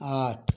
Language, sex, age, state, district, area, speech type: Hindi, male, 60+, Uttar Pradesh, Mau, rural, read